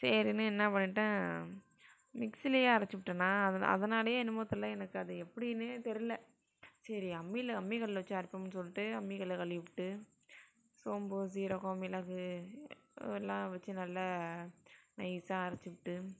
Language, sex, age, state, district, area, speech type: Tamil, female, 60+, Tamil Nadu, Tiruvarur, urban, spontaneous